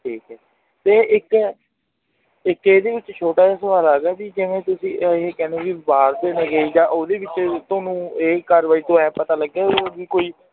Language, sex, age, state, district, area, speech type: Punjabi, male, 18-30, Punjab, Mansa, urban, conversation